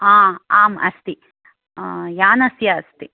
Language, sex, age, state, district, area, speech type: Sanskrit, female, 30-45, Karnataka, Chikkamagaluru, rural, conversation